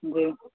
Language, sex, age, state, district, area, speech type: Maithili, male, 18-30, Bihar, Saharsa, rural, conversation